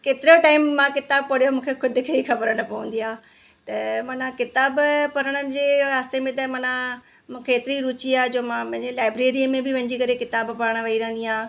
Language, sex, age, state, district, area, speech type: Sindhi, female, 45-60, Gujarat, Surat, urban, spontaneous